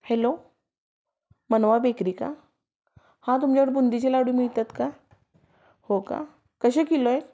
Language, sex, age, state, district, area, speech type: Marathi, female, 30-45, Maharashtra, Sangli, rural, spontaneous